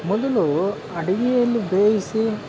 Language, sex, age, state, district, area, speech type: Kannada, male, 60+, Karnataka, Kodagu, rural, spontaneous